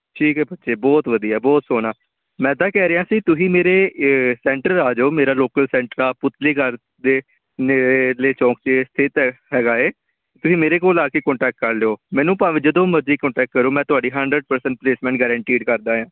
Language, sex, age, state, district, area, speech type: Punjabi, male, 18-30, Punjab, Amritsar, urban, conversation